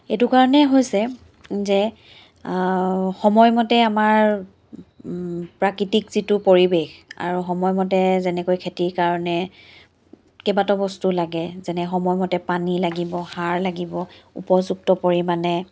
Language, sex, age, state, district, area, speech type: Assamese, female, 30-45, Assam, Charaideo, urban, spontaneous